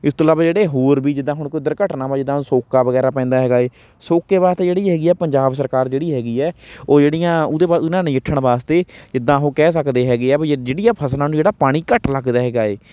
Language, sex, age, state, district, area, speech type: Punjabi, male, 30-45, Punjab, Hoshiarpur, rural, spontaneous